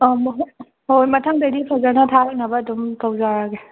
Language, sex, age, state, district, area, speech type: Manipuri, female, 30-45, Manipur, Kangpokpi, urban, conversation